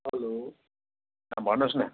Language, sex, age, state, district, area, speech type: Nepali, male, 45-60, West Bengal, Jalpaiguri, urban, conversation